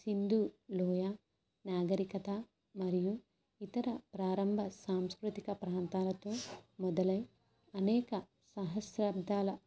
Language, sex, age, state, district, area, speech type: Telugu, female, 18-30, Andhra Pradesh, Kakinada, urban, spontaneous